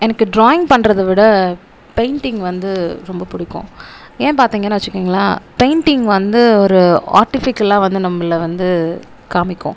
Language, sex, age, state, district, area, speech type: Tamil, female, 18-30, Tamil Nadu, Viluppuram, rural, spontaneous